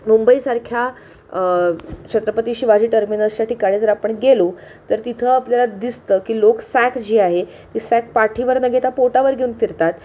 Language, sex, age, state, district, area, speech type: Marathi, female, 18-30, Maharashtra, Sangli, urban, spontaneous